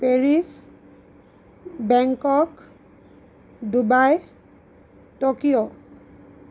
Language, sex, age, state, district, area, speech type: Assamese, female, 30-45, Assam, Lakhimpur, rural, spontaneous